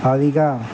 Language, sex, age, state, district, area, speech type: Sindhi, male, 18-30, Gujarat, Surat, urban, spontaneous